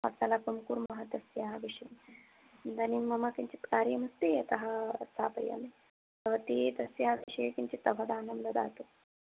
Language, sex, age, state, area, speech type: Sanskrit, female, 18-30, Assam, rural, conversation